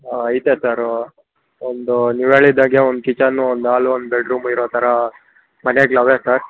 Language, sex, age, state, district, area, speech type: Kannada, male, 30-45, Karnataka, Kolar, urban, conversation